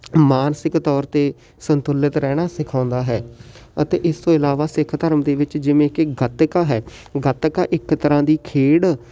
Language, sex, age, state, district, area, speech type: Punjabi, male, 18-30, Punjab, Fatehgarh Sahib, rural, spontaneous